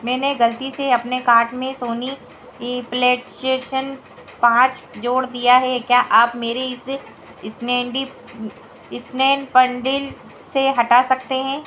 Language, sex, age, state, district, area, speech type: Hindi, female, 60+, Madhya Pradesh, Harda, urban, read